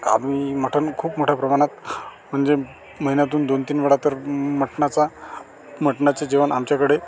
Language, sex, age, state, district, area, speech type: Marathi, male, 30-45, Maharashtra, Amravati, rural, spontaneous